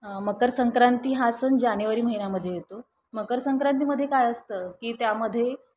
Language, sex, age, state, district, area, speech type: Marathi, female, 30-45, Maharashtra, Thane, urban, spontaneous